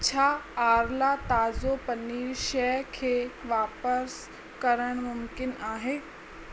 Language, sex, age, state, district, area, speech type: Sindhi, female, 30-45, Rajasthan, Ajmer, urban, read